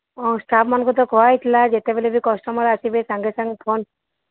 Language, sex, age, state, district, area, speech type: Odia, female, 45-60, Odisha, Sambalpur, rural, conversation